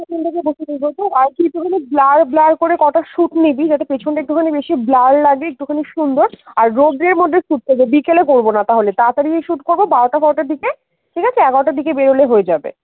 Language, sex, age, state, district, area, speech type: Bengali, female, 30-45, West Bengal, Dakshin Dinajpur, urban, conversation